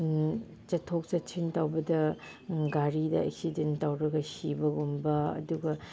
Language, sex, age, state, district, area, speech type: Manipuri, female, 30-45, Manipur, Chandel, rural, spontaneous